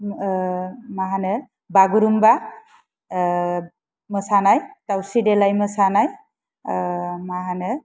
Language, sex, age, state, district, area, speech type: Bodo, female, 30-45, Assam, Kokrajhar, rural, spontaneous